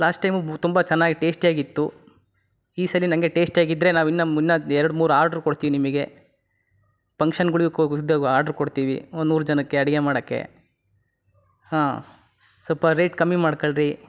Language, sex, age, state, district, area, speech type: Kannada, male, 30-45, Karnataka, Chitradurga, rural, spontaneous